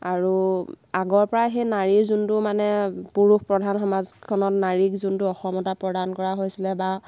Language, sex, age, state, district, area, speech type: Assamese, female, 18-30, Assam, Lakhimpur, rural, spontaneous